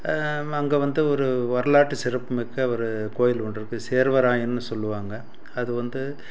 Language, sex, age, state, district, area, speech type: Tamil, male, 60+, Tamil Nadu, Salem, urban, spontaneous